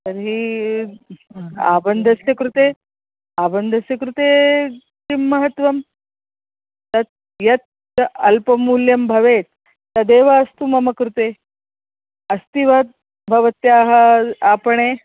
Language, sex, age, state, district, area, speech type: Sanskrit, female, 45-60, Maharashtra, Nagpur, urban, conversation